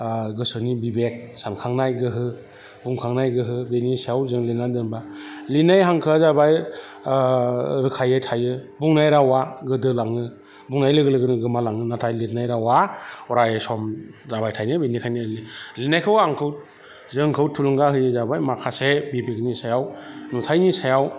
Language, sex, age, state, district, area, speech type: Bodo, male, 45-60, Assam, Chirang, rural, spontaneous